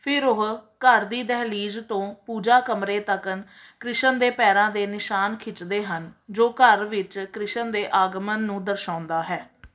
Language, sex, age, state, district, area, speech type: Punjabi, female, 30-45, Punjab, Amritsar, urban, read